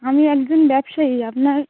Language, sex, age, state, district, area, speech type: Bengali, female, 30-45, West Bengal, Dakshin Dinajpur, urban, conversation